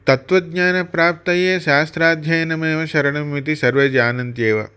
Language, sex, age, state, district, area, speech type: Sanskrit, male, 45-60, Andhra Pradesh, Chittoor, urban, spontaneous